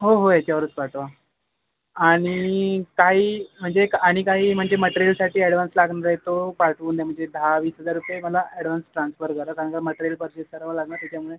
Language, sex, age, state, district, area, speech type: Marathi, male, 18-30, Maharashtra, Ratnagiri, urban, conversation